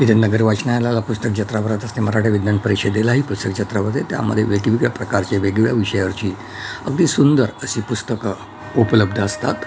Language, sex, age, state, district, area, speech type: Marathi, male, 60+, Maharashtra, Yavatmal, urban, spontaneous